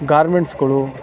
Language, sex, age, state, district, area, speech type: Kannada, male, 45-60, Karnataka, Chikkamagaluru, rural, spontaneous